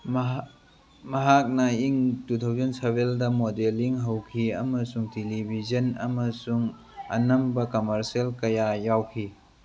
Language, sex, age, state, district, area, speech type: Manipuri, male, 30-45, Manipur, Churachandpur, rural, read